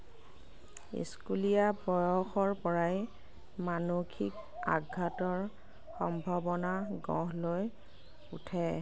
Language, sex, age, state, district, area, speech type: Assamese, female, 30-45, Assam, Nagaon, rural, read